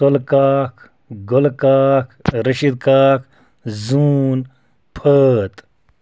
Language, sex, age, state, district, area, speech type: Kashmiri, male, 30-45, Jammu and Kashmir, Bandipora, rural, spontaneous